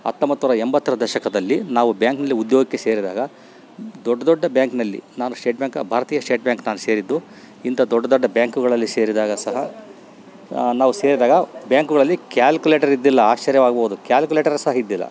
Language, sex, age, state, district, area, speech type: Kannada, male, 60+, Karnataka, Bellary, rural, spontaneous